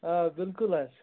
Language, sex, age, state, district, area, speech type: Kashmiri, male, 18-30, Jammu and Kashmir, Budgam, rural, conversation